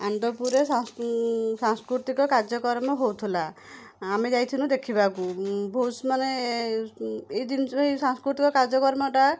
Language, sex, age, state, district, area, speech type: Odia, female, 45-60, Odisha, Kendujhar, urban, spontaneous